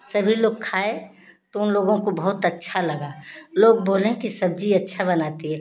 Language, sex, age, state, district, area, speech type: Hindi, female, 45-60, Uttar Pradesh, Ghazipur, rural, spontaneous